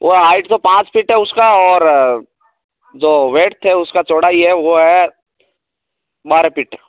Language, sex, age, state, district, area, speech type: Hindi, male, 30-45, Rajasthan, Nagaur, rural, conversation